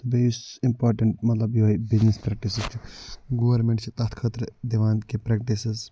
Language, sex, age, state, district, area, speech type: Kashmiri, male, 45-60, Jammu and Kashmir, Budgam, urban, spontaneous